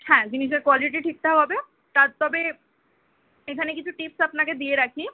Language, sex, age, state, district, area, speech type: Bengali, female, 18-30, West Bengal, Kolkata, urban, conversation